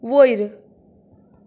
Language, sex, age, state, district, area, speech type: Goan Konkani, female, 30-45, Goa, Canacona, rural, read